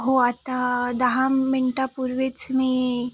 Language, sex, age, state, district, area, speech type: Marathi, female, 18-30, Maharashtra, Sindhudurg, rural, spontaneous